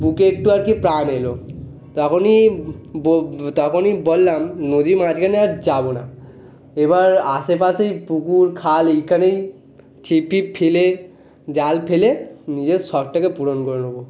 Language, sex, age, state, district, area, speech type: Bengali, male, 18-30, West Bengal, North 24 Parganas, urban, spontaneous